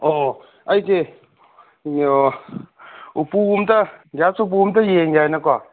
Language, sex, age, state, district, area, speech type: Manipuri, male, 30-45, Manipur, Kangpokpi, urban, conversation